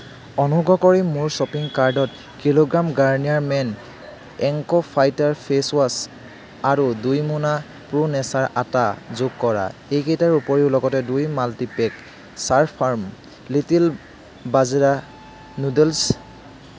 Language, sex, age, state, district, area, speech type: Assamese, male, 18-30, Assam, Kamrup Metropolitan, urban, read